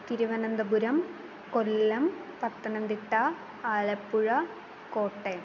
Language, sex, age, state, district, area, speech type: Sanskrit, female, 18-30, Kerala, Kollam, rural, spontaneous